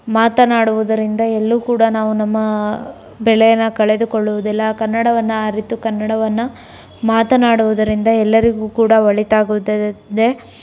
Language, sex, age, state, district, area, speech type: Kannada, female, 30-45, Karnataka, Davanagere, urban, spontaneous